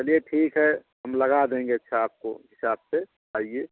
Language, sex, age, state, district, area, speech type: Hindi, male, 30-45, Uttar Pradesh, Bhadohi, rural, conversation